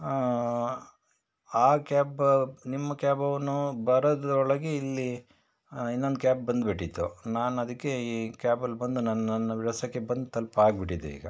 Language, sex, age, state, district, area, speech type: Kannada, male, 60+, Karnataka, Shimoga, rural, spontaneous